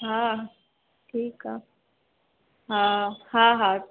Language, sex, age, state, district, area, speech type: Sindhi, female, 18-30, Madhya Pradesh, Katni, urban, conversation